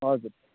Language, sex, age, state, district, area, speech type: Nepali, male, 18-30, West Bengal, Kalimpong, rural, conversation